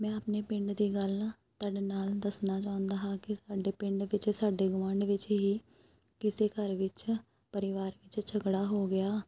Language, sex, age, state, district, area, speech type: Punjabi, female, 30-45, Punjab, Shaheed Bhagat Singh Nagar, rural, spontaneous